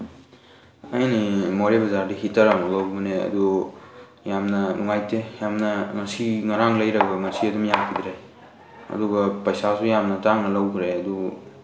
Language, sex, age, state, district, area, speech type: Manipuri, male, 18-30, Manipur, Tengnoupal, rural, spontaneous